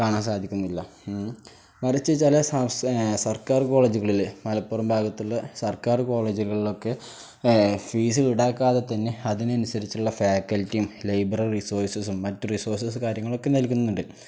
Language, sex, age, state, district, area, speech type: Malayalam, male, 18-30, Kerala, Kozhikode, rural, spontaneous